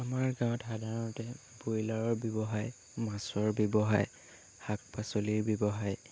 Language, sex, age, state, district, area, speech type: Assamese, male, 18-30, Assam, Lakhimpur, rural, spontaneous